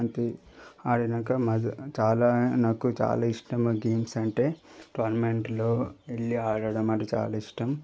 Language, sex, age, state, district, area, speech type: Telugu, male, 18-30, Telangana, Medchal, urban, spontaneous